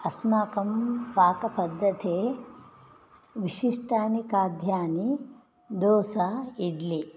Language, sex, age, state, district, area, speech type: Sanskrit, female, 60+, Karnataka, Udupi, rural, spontaneous